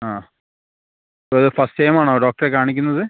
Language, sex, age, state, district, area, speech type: Malayalam, female, 30-45, Kerala, Kozhikode, urban, conversation